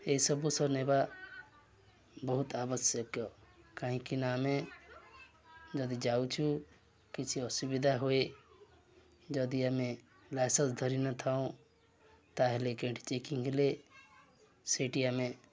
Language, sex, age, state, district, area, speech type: Odia, male, 45-60, Odisha, Nuapada, rural, spontaneous